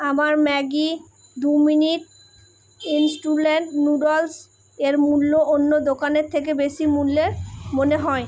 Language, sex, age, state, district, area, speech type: Bengali, female, 18-30, West Bengal, Purba Bardhaman, urban, read